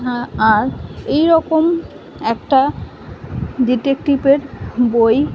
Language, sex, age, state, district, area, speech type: Bengali, female, 45-60, West Bengal, Kolkata, urban, spontaneous